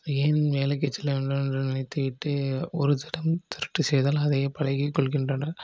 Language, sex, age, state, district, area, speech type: Tamil, male, 18-30, Tamil Nadu, Nagapattinam, rural, spontaneous